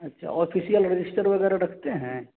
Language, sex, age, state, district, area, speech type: Hindi, male, 30-45, Bihar, Samastipur, rural, conversation